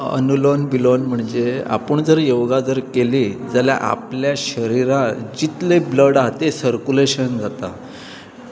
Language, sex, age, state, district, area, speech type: Goan Konkani, male, 45-60, Goa, Pernem, rural, spontaneous